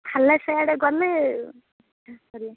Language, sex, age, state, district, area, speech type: Odia, female, 18-30, Odisha, Ganjam, urban, conversation